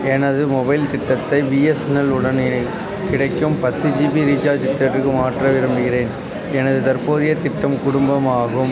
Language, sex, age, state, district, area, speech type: Tamil, male, 18-30, Tamil Nadu, Perambalur, urban, read